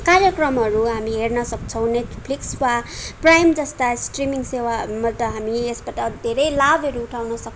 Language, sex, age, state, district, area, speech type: Nepali, female, 18-30, West Bengal, Darjeeling, urban, spontaneous